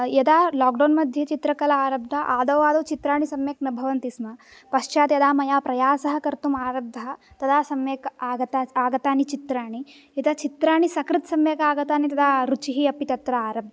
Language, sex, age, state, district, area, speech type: Sanskrit, female, 18-30, Tamil Nadu, Coimbatore, rural, spontaneous